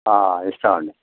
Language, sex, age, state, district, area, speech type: Telugu, male, 45-60, Telangana, Peddapalli, rural, conversation